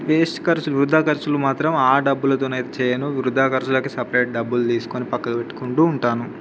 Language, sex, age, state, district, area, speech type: Telugu, male, 18-30, Telangana, Khammam, rural, spontaneous